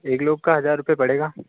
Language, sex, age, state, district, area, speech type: Hindi, male, 30-45, Uttar Pradesh, Bhadohi, rural, conversation